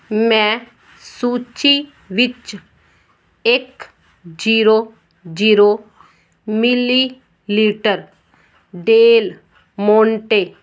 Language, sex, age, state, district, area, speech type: Punjabi, female, 45-60, Punjab, Fazilka, rural, read